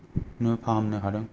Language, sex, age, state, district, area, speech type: Bodo, male, 30-45, Assam, Kokrajhar, rural, spontaneous